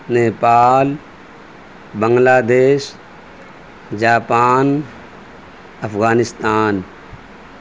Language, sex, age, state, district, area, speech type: Urdu, male, 30-45, Delhi, Central Delhi, urban, spontaneous